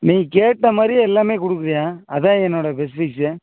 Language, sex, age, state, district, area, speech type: Tamil, male, 30-45, Tamil Nadu, Madurai, rural, conversation